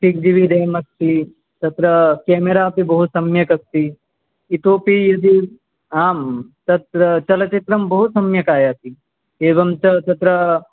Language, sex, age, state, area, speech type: Sanskrit, male, 18-30, Tripura, rural, conversation